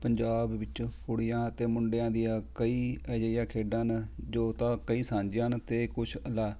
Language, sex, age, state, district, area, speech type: Punjabi, male, 30-45, Punjab, Rupnagar, rural, spontaneous